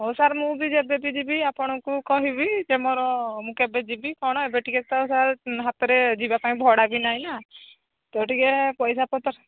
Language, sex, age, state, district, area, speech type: Odia, female, 45-60, Odisha, Angul, rural, conversation